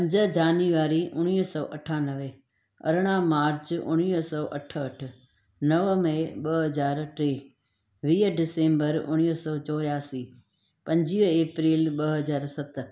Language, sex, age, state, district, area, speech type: Sindhi, female, 45-60, Gujarat, Junagadh, rural, spontaneous